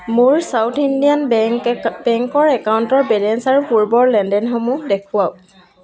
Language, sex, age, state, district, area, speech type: Assamese, female, 30-45, Assam, Sivasagar, rural, read